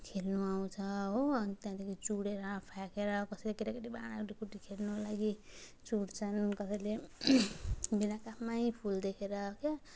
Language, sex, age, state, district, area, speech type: Nepali, female, 30-45, West Bengal, Jalpaiguri, rural, spontaneous